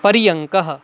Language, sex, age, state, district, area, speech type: Sanskrit, male, 18-30, Karnataka, Dakshina Kannada, urban, read